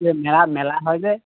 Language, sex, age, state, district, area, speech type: Assamese, male, 30-45, Assam, Lakhimpur, rural, conversation